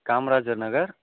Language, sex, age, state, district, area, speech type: Tamil, male, 45-60, Tamil Nadu, Ariyalur, rural, conversation